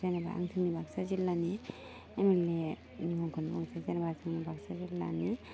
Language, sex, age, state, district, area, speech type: Bodo, female, 18-30, Assam, Baksa, rural, spontaneous